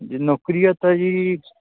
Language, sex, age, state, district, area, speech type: Punjabi, male, 18-30, Punjab, Kapurthala, rural, conversation